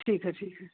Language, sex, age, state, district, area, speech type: Hindi, female, 30-45, Uttar Pradesh, Mau, rural, conversation